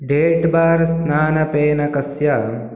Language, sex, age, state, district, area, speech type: Sanskrit, male, 18-30, Karnataka, Uttara Kannada, rural, spontaneous